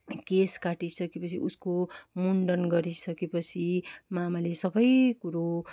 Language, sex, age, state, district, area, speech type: Nepali, female, 45-60, West Bengal, Kalimpong, rural, spontaneous